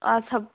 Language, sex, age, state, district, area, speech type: Manipuri, female, 18-30, Manipur, Kakching, rural, conversation